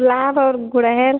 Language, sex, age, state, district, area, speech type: Hindi, female, 45-60, Uttar Pradesh, Ayodhya, rural, conversation